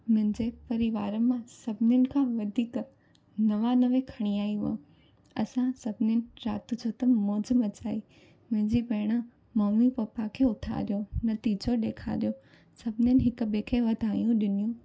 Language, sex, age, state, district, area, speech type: Sindhi, female, 18-30, Gujarat, Junagadh, urban, spontaneous